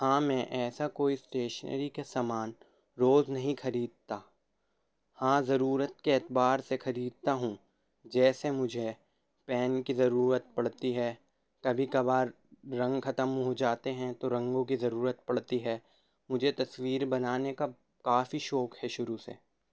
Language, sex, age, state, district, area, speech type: Urdu, male, 18-30, Delhi, Central Delhi, urban, spontaneous